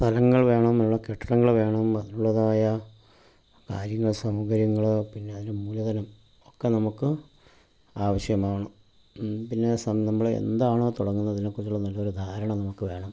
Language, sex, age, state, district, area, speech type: Malayalam, male, 45-60, Kerala, Pathanamthitta, rural, spontaneous